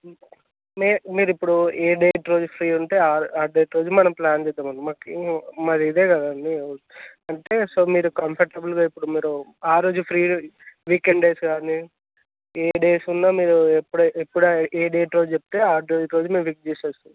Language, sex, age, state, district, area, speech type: Telugu, male, 18-30, Telangana, Nirmal, rural, conversation